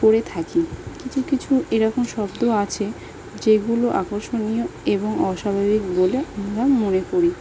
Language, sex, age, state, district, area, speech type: Bengali, female, 18-30, West Bengal, South 24 Parganas, rural, spontaneous